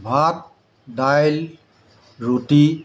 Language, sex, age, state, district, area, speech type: Assamese, male, 45-60, Assam, Golaghat, urban, spontaneous